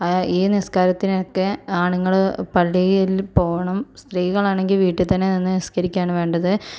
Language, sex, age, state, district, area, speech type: Malayalam, female, 45-60, Kerala, Kozhikode, urban, spontaneous